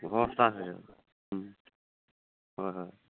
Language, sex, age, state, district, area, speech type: Assamese, male, 45-60, Assam, Charaideo, rural, conversation